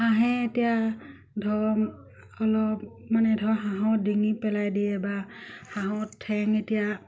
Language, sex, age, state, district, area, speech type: Assamese, female, 30-45, Assam, Dibrugarh, rural, spontaneous